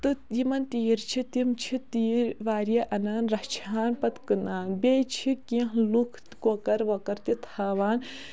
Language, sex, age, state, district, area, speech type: Kashmiri, female, 18-30, Jammu and Kashmir, Kulgam, rural, spontaneous